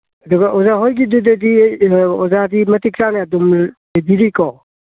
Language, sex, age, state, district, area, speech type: Manipuri, male, 60+, Manipur, Kangpokpi, urban, conversation